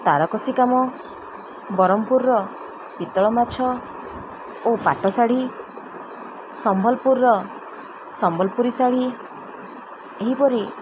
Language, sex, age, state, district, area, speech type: Odia, female, 30-45, Odisha, Koraput, urban, spontaneous